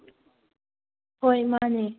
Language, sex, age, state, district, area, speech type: Manipuri, female, 18-30, Manipur, Thoubal, rural, conversation